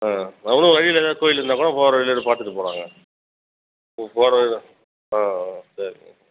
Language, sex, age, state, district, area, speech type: Tamil, male, 30-45, Tamil Nadu, Ariyalur, rural, conversation